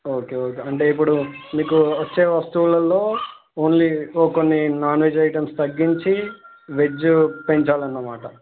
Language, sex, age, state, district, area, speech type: Telugu, male, 18-30, Telangana, Suryapet, urban, conversation